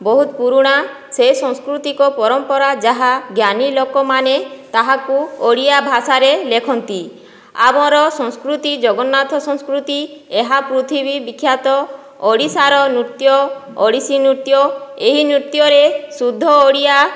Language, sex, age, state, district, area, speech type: Odia, female, 45-60, Odisha, Boudh, rural, spontaneous